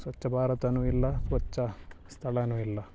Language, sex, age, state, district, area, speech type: Kannada, male, 30-45, Karnataka, Dakshina Kannada, rural, spontaneous